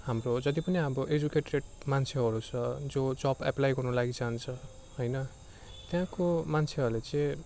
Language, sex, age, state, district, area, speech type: Nepali, male, 18-30, West Bengal, Darjeeling, rural, spontaneous